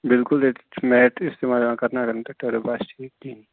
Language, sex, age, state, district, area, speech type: Kashmiri, male, 30-45, Jammu and Kashmir, Ganderbal, rural, conversation